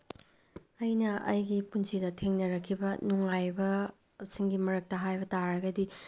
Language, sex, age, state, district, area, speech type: Manipuri, female, 45-60, Manipur, Bishnupur, rural, spontaneous